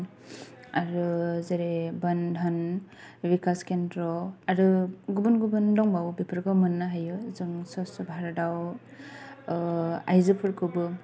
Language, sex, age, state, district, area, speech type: Bodo, female, 18-30, Assam, Kokrajhar, rural, spontaneous